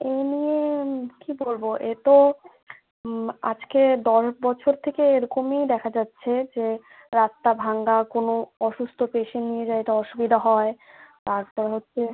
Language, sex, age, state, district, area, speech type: Bengali, female, 18-30, West Bengal, Alipurduar, rural, conversation